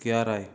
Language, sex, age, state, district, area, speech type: Bengali, male, 30-45, West Bengal, Purulia, urban, spontaneous